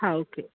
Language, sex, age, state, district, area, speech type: Goan Konkani, female, 18-30, Goa, Ponda, rural, conversation